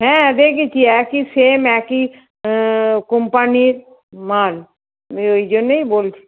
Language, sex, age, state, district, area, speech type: Bengali, female, 45-60, West Bengal, North 24 Parganas, urban, conversation